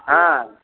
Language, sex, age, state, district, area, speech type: Odia, male, 60+, Odisha, Gajapati, rural, conversation